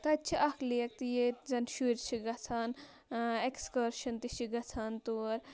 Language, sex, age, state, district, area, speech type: Kashmiri, female, 18-30, Jammu and Kashmir, Bandipora, rural, spontaneous